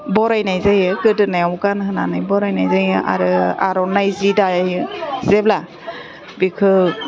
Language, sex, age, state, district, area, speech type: Bodo, female, 30-45, Assam, Udalguri, urban, spontaneous